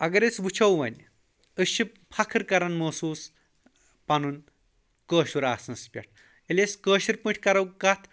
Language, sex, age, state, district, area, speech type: Kashmiri, male, 18-30, Jammu and Kashmir, Anantnag, rural, spontaneous